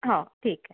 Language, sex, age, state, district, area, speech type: Marathi, female, 18-30, Maharashtra, Nagpur, urban, conversation